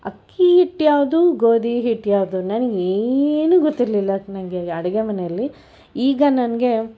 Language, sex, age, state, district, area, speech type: Kannada, female, 60+, Karnataka, Bangalore Urban, urban, spontaneous